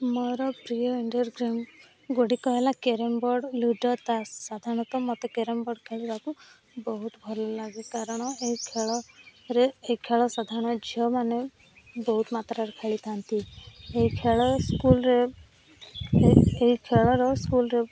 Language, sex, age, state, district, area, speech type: Odia, female, 18-30, Odisha, Rayagada, rural, spontaneous